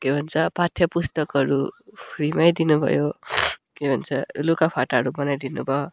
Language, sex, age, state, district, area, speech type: Nepali, male, 18-30, West Bengal, Darjeeling, rural, spontaneous